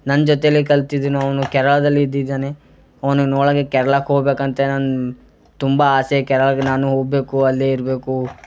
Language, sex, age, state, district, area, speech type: Kannada, male, 18-30, Karnataka, Gulbarga, urban, spontaneous